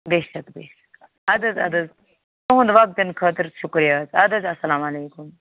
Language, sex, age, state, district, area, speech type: Kashmiri, female, 45-60, Jammu and Kashmir, Bandipora, rural, conversation